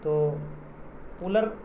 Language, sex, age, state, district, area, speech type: Urdu, male, 18-30, Bihar, Purnia, rural, spontaneous